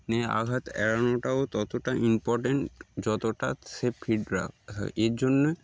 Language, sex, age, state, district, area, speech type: Bengali, male, 30-45, West Bengal, Darjeeling, urban, spontaneous